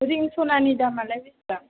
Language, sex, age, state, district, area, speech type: Bodo, female, 18-30, Assam, Chirang, rural, conversation